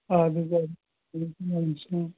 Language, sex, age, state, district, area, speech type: Kashmiri, male, 18-30, Jammu and Kashmir, Bandipora, rural, conversation